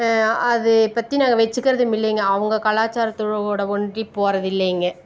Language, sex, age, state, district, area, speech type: Tamil, female, 45-60, Tamil Nadu, Tiruppur, rural, spontaneous